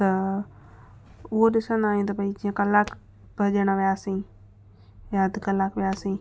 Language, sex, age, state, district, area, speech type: Sindhi, female, 18-30, Gujarat, Kutch, rural, spontaneous